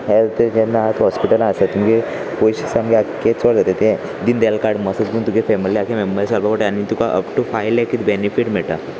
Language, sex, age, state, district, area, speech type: Goan Konkani, male, 18-30, Goa, Salcete, rural, spontaneous